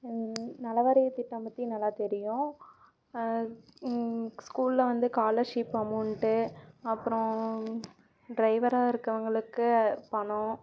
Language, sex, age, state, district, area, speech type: Tamil, female, 18-30, Tamil Nadu, Namakkal, rural, spontaneous